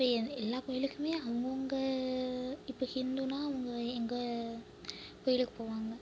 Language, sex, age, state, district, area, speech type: Tamil, female, 18-30, Tamil Nadu, Mayiladuthurai, urban, spontaneous